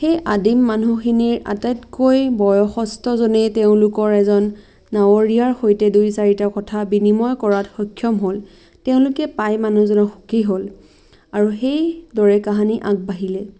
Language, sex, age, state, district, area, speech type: Assamese, female, 18-30, Assam, Biswanath, rural, spontaneous